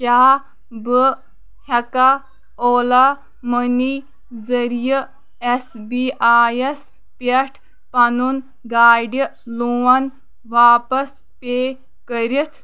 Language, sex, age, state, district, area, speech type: Kashmiri, female, 18-30, Jammu and Kashmir, Kulgam, rural, read